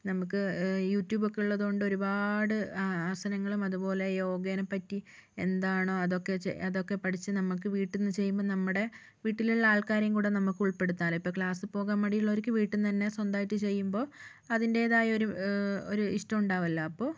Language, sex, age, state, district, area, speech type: Malayalam, female, 45-60, Kerala, Wayanad, rural, spontaneous